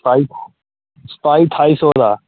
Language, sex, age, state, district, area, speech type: Dogri, male, 30-45, Jammu and Kashmir, Udhampur, rural, conversation